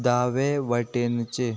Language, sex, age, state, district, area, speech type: Goan Konkani, male, 30-45, Goa, Quepem, rural, read